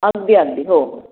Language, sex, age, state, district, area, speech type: Marathi, female, 60+, Maharashtra, Nashik, urban, conversation